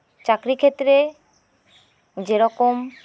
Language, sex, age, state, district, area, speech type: Santali, female, 30-45, West Bengal, Birbhum, rural, spontaneous